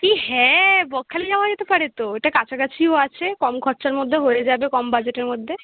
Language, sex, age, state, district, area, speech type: Bengali, female, 18-30, West Bengal, Kolkata, urban, conversation